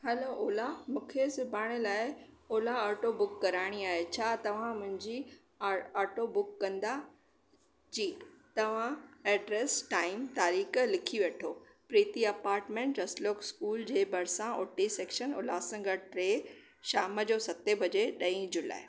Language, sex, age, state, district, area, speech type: Sindhi, female, 45-60, Maharashtra, Thane, urban, spontaneous